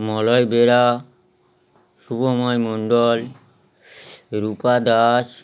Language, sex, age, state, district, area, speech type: Bengali, male, 30-45, West Bengal, Howrah, urban, spontaneous